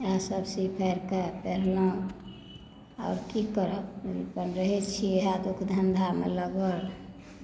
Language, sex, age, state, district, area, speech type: Maithili, female, 45-60, Bihar, Madhubani, rural, spontaneous